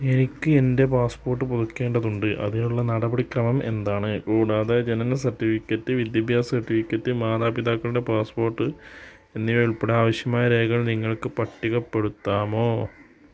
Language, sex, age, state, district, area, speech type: Malayalam, male, 30-45, Kerala, Malappuram, rural, read